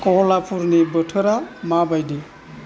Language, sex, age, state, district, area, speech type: Bodo, male, 60+, Assam, Chirang, rural, read